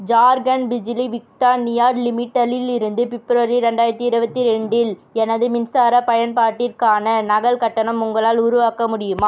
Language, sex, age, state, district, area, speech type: Tamil, female, 18-30, Tamil Nadu, Vellore, urban, read